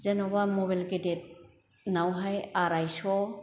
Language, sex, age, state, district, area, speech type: Bodo, female, 60+, Assam, Chirang, rural, spontaneous